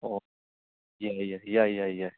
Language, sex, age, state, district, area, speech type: Manipuri, male, 30-45, Manipur, Churachandpur, rural, conversation